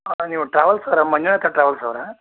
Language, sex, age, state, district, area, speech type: Kannada, male, 60+, Karnataka, Shimoga, urban, conversation